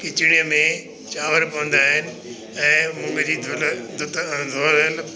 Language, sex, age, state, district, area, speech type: Sindhi, male, 60+, Delhi, South Delhi, urban, spontaneous